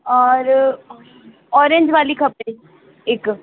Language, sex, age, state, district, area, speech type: Sindhi, female, 18-30, Delhi, South Delhi, urban, conversation